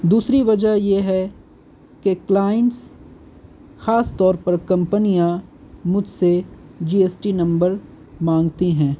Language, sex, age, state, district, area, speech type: Urdu, male, 18-30, Delhi, North East Delhi, urban, spontaneous